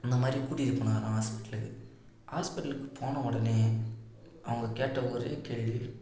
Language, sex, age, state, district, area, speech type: Tamil, male, 18-30, Tamil Nadu, Tiruvannamalai, rural, spontaneous